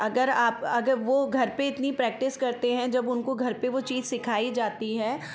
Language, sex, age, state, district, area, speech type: Hindi, female, 30-45, Madhya Pradesh, Ujjain, urban, spontaneous